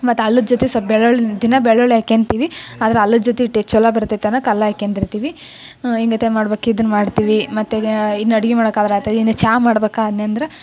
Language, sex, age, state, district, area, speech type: Kannada, female, 18-30, Karnataka, Koppal, rural, spontaneous